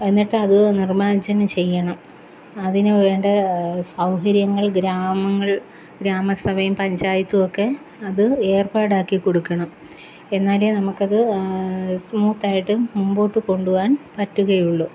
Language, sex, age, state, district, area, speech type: Malayalam, female, 30-45, Kerala, Kollam, rural, spontaneous